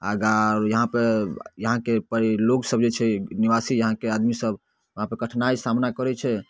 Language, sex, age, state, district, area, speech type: Maithili, male, 18-30, Bihar, Darbhanga, rural, spontaneous